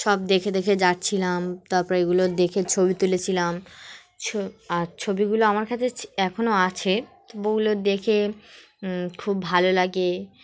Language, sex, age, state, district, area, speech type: Bengali, female, 18-30, West Bengal, Dakshin Dinajpur, urban, spontaneous